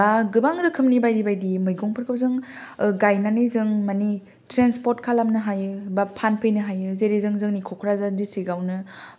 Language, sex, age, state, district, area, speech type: Bodo, female, 18-30, Assam, Kokrajhar, rural, spontaneous